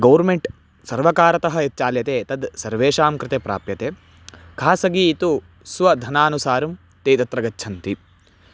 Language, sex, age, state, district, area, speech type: Sanskrit, male, 18-30, Karnataka, Chitradurga, urban, spontaneous